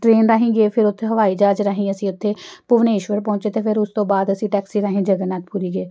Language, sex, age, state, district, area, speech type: Punjabi, female, 45-60, Punjab, Amritsar, urban, spontaneous